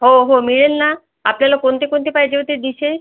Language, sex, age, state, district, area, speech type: Marathi, female, 30-45, Maharashtra, Amravati, rural, conversation